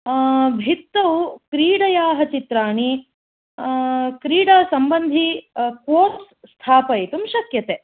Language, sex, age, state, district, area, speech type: Sanskrit, female, 30-45, Karnataka, Hassan, urban, conversation